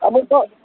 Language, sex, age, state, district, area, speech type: Nepali, male, 18-30, West Bengal, Kalimpong, rural, conversation